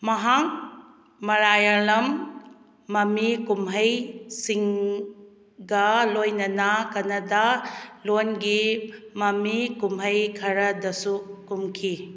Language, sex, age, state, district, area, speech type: Manipuri, female, 30-45, Manipur, Kakching, rural, read